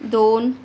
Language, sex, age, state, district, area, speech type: Marathi, female, 45-60, Maharashtra, Akola, urban, read